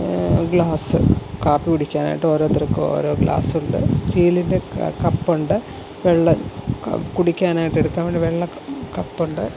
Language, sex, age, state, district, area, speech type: Malayalam, female, 45-60, Kerala, Alappuzha, rural, spontaneous